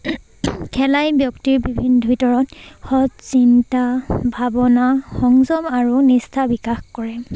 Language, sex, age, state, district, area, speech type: Assamese, female, 18-30, Assam, Charaideo, rural, spontaneous